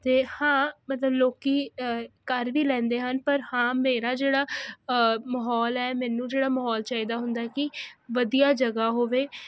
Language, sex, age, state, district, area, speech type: Punjabi, female, 18-30, Punjab, Kapurthala, urban, spontaneous